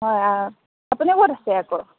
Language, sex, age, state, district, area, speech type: Assamese, female, 30-45, Assam, Morigaon, rural, conversation